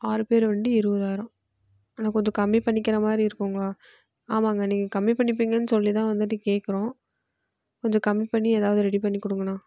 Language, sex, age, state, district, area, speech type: Tamil, female, 18-30, Tamil Nadu, Erode, rural, spontaneous